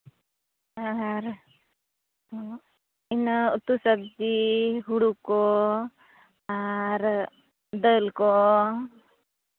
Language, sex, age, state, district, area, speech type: Santali, female, 30-45, Jharkhand, Seraikela Kharsawan, rural, conversation